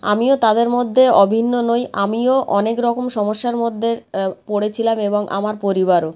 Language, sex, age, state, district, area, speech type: Bengali, female, 30-45, West Bengal, South 24 Parganas, rural, spontaneous